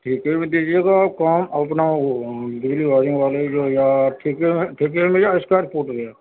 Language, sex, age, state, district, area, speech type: Urdu, male, 45-60, Uttar Pradesh, Gautam Buddha Nagar, urban, conversation